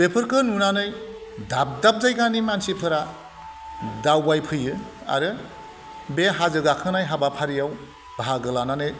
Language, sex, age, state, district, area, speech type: Bodo, male, 45-60, Assam, Kokrajhar, rural, spontaneous